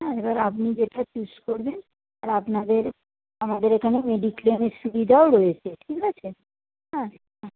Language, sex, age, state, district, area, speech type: Bengali, female, 45-60, West Bengal, Howrah, urban, conversation